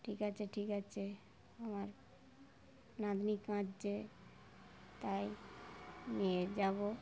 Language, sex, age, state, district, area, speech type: Bengali, female, 60+, West Bengal, Darjeeling, rural, spontaneous